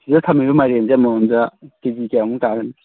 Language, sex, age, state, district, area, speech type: Manipuri, male, 18-30, Manipur, Kangpokpi, urban, conversation